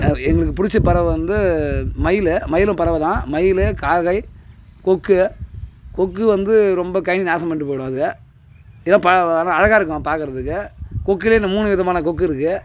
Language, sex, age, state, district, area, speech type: Tamil, male, 30-45, Tamil Nadu, Tiruvannamalai, rural, spontaneous